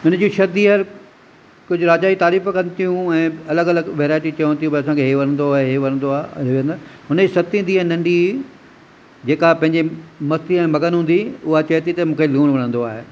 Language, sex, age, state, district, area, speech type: Sindhi, male, 45-60, Maharashtra, Thane, urban, spontaneous